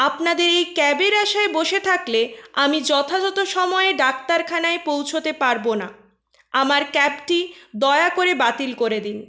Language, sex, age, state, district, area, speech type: Bengali, female, 18-30, West Bengal, Purulia, urban, spontaneous